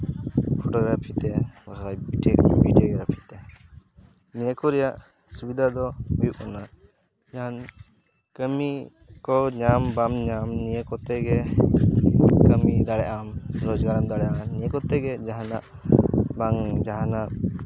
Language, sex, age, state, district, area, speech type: Santali, male, 18-30, West Bengal, Purba Bardhaman, rural, spontaneous